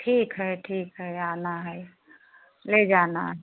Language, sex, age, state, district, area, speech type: Hindi, female, 45-60, Uttar Pradesh, Prayagraj, rural, conversation